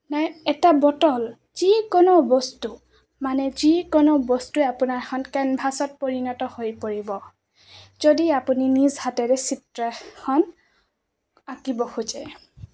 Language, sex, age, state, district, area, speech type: Assamese, female, 18-30, Assam, Goalpara, rural, spontaneous